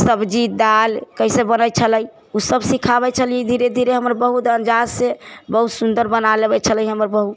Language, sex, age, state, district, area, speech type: Maithili, female, 45-60, Bihar, Sitamarhi, urban, spontaneous